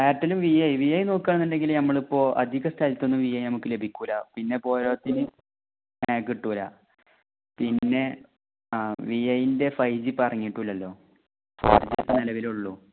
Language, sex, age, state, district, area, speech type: Malayalam, male, 18-30, Kerala, Kozhikode, rural, conversation